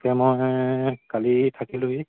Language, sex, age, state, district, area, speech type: Assamese, male, 18-30, Assam, Sivasagar, urban, conversation